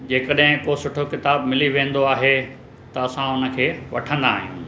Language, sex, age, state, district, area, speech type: Sindhi, male, 60+, Maharashtra, Mumbai Suburban, urban, spontaneous